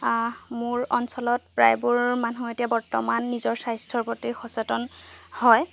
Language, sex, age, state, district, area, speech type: Assamese, female, 18-30, Assam, Golaghat, rural, spontaneous